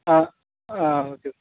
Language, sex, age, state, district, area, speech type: Tamil, male, 18-30, Tamil Nadu, Dharmapuri, rural, conversation